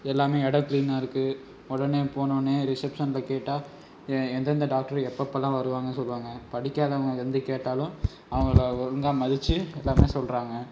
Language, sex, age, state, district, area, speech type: Tamil, male, 18-30, Tamil Nadu, Tiruchirappalli, rural, spontaneous